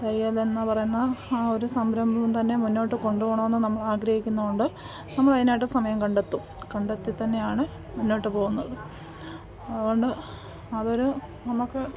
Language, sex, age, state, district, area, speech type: Malayalam, female, 30-45, Kerala, Pathanamthitta, rural, spontaneous